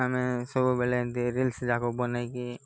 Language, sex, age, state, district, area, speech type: Odia, male, 30-45, Odisha, Koraput, urban, spontaneous